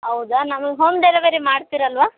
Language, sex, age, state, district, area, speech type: Kannada, female, 18-30, Karnataka, Bellary, urban, conversation